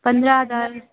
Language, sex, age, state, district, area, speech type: Hindi, female, 18-30, Madhya Pradesh, Gwalior, rural, conversation